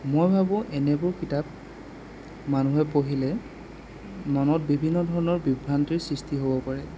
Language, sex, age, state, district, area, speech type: Assamese, male, 30-45, Assam, Golaghat, urban, spontaneous